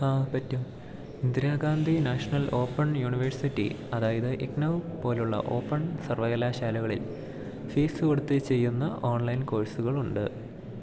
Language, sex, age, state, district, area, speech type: Malayalam, male, 18-30, Kerala, Idukki, rural, read